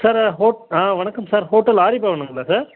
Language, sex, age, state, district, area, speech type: Tamil, male, 30-45, Tamil Nadu, Krishnagiri, rural, conversation